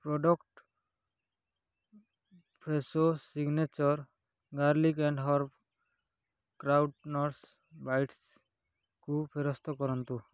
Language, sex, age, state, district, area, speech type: Odia, male, 18-30, Odisha, Kalahandi, rural, read